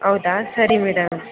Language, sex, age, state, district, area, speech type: Kannada, female, 18-30, Karnataka, Mysore, urban, conversation